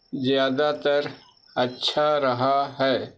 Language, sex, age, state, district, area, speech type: Urdu, male, 45-60, Bihar, Gaya, rural, spontaneous